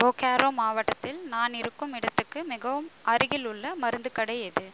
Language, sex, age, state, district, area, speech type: Tamil, female, 30-45, Tamil Nadu, Viluppuram, rural, read